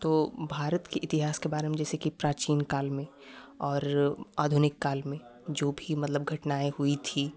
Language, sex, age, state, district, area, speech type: Hindi, male, 18-30, Uttar Pradesh, Prayagraj, rural, spontaneous